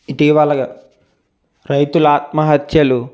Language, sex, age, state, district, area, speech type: Telugu, male, 18-30, Andhra Pradesh, Konaseema, urban, spontaneous